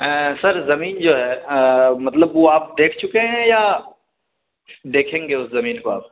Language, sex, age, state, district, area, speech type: Urdu, male, 18-30, Delhi, North West Delhi, urban, conversation